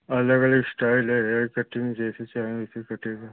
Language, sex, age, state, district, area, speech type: Hindi, male, 30-45, Uttar Pradesh, Ghazipur, rural, conversation